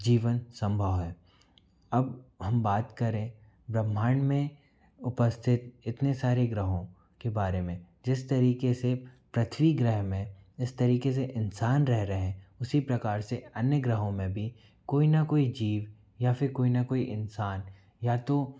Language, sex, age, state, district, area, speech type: Hindi, male, 45-60, Madhya Pradesh, Bhopal, urban, spontaneous